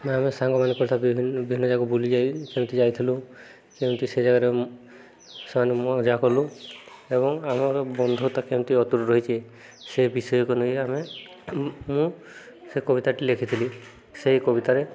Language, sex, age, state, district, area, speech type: Odia, male, 18-30, Odisha, Subarnapur, urban, spontaneous